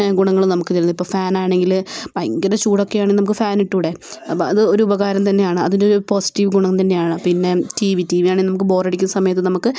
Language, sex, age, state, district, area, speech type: Malayalam, female, 18-30, Kerala, Wayanad, rural, spontaneous